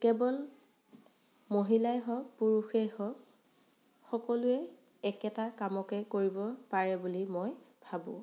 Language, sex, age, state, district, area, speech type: Assamese, female, 18-30, Assam, Morigaon, rural, spontaneous